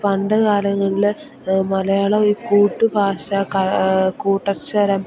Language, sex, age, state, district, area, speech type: Malayalam, female, 18-30, Kerala, Idukki, rural, spontaneous